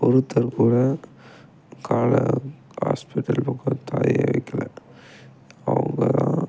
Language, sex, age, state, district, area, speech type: Tamil, male, 18-30, Tamil Nadu, Tiruppur, rural, spontaneous